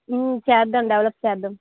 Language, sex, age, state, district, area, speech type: Telugu, female, 18-30, Andhra Pradesh, Guntur, urban, conversation